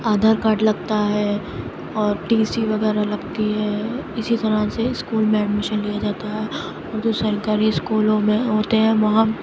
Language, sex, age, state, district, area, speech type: Urdu, female, 30-45, Uttar Pradesh, Aligarh, rural, spontaneous